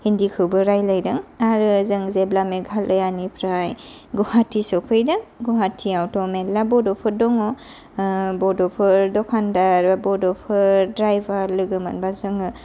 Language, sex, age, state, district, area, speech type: Bodo, female, 18-30, Assam, Kokrajhar, rural, spontaneous